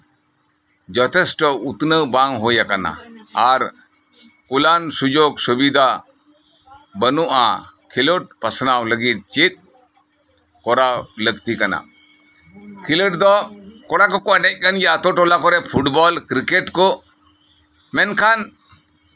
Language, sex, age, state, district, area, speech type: Santali, male, 60+, West Bengal, Birbhum, rural, spontaneous